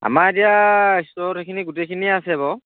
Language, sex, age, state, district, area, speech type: Assamese, male, 30-45, Assam, Dhemaji, rural, conversation